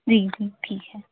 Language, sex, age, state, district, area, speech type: Hindi, female, 30-45, Madhya Pradesh, Bhopal, urban, conversation